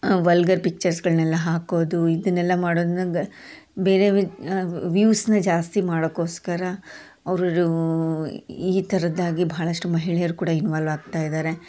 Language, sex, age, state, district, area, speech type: Kannada, female, 45-60, Karnataka, Koppal, urban, spontaneous